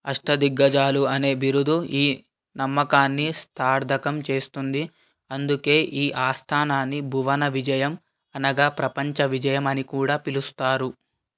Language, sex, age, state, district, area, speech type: Telugu, male, 18-30, Telangana, Vikarabad, urban, read